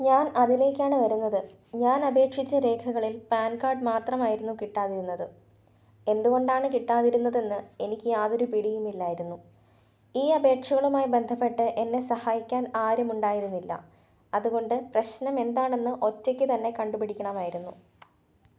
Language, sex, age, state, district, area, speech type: Malayalam, female, 18-30, Kerala, Thiruvananthapuram, rural, read